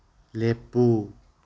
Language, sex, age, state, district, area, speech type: Manipuri, male, 18-30, Manipur, Tengnoupal, urban, read